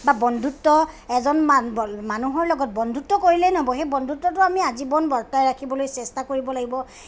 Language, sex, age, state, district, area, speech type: Assamese, female, 45-60, Assam, Kamrup Metropolitan, urban, spontaneous